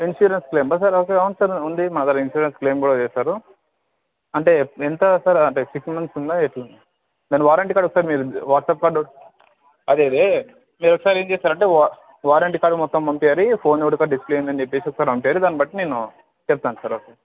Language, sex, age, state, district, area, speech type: Telugu, male, 18-30, Telangana, Ranga Reddy, urban, conversation